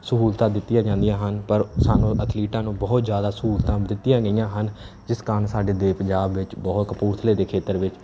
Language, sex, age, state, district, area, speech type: Punjabi, male, 18-30, Punjab, Kapurthala, urban, spontaneous